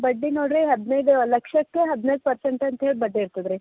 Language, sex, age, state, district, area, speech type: Kannada, female, 18-30, Karnataka, Bidar, rural, conversation